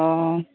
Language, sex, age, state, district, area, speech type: Assamese, female, 60+, Assam, Charaideo, urban, conversation